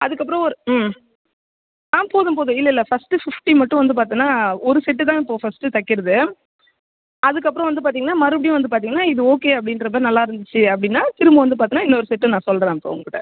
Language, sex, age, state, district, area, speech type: Tamil, female, 18-30, Tamil Nadu, Viluppuram, rural, conversation